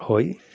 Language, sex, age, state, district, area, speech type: Assamese, male, 60+, Assam, Udalguri, urban, spontaneous